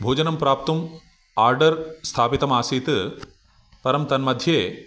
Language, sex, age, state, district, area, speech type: Sanskrit, male, 45-60, Telangana, Ranga Reddy, urban, spontaneous